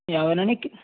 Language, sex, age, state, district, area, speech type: Telugu, male, 18-30, Andhra Pradesh, West Godavari, rural, conversation